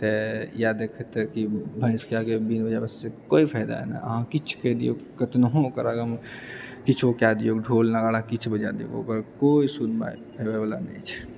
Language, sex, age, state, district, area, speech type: Maithili, male, 45-60, Bihar, Purnia, rural, spontaneous